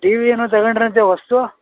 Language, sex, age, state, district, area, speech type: Kannada, male, 60+, Karnataka, Mysore, rural, conversation